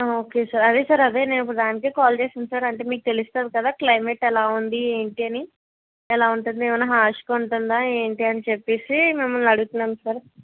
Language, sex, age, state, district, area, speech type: Telugu, female, 18-30, Andhra Pradesh, Kakinada, urban, conversation